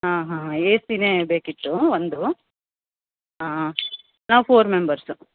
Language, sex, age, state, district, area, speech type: Kannada, female, 30-45, Karnataka, Bellary, rural, conversation